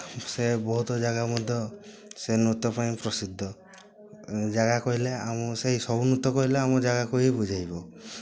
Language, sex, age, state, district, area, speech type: Odia, male, 18-30, Odisha, Mayurbhanj, rural, spontaneous